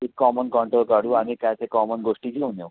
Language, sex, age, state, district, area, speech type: Marathi, male, 30-45, Maharashtra, Raigad, rural, conversation